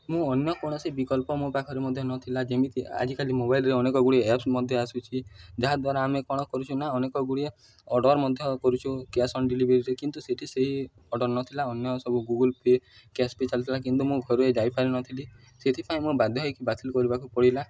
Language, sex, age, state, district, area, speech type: Odia, male, 18-30, Odisha, Nuapada, urban, spontaneous